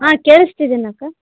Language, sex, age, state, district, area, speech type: Kannada, female, 18-30, Karnataka, Vijayanagara, rural, conversation